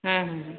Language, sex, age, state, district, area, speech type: Santali, female, 30-45, West Bengal, Birbhum, rural, conversation